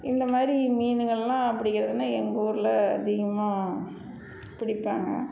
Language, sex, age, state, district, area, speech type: Tamil, female, 45-60, Tamil Nadu, Salem, rural, spontaneous